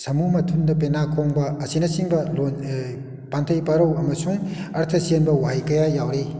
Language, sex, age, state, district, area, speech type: Manipuri, male, 60+, Manipur, Kakching, rural, spontaneous